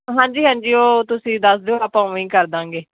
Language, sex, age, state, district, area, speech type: Punjabi, female, 18-30, Punjab, Fazilka, rural, conversation